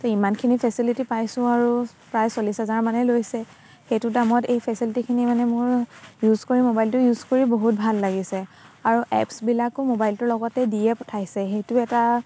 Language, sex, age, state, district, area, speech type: Assamese, female, 30-45, Assam, Dibrugarh, rural, spontaneous